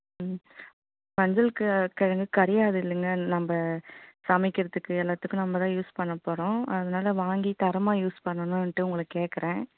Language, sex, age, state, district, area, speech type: Tamil, female, 18-30, Tamil Nadu, Tiruvannamalai, rural, conversation